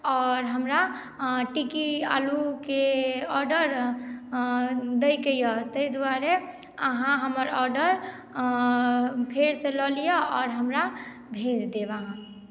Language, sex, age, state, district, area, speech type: Maithili, female, 18-30, Bihar, Madhubani, rural, spontaneous